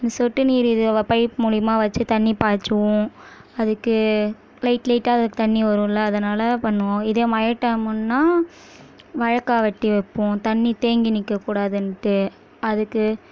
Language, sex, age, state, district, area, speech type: Tamil, female, 18-30, Tamil Nadu, Kallakurichi, rural, spontaneous